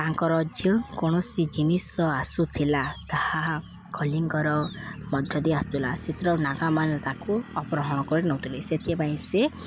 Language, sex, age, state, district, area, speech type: Odia, female, 18-30, Odisha, Balangir, urban, spontaneous